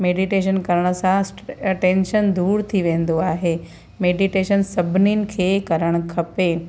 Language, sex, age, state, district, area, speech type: Sindhi, female, 45-60, Gujarat, Kutch, rural, spontaneous